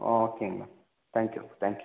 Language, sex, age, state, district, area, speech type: Tamil, male, 18-30, Tamil Nadu, Ariyalur, rural, conversation